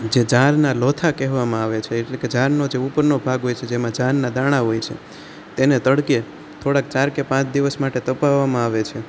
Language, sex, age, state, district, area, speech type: Gujarati, male, 18-30, Gujarat, Rajkot, rural, spontaneous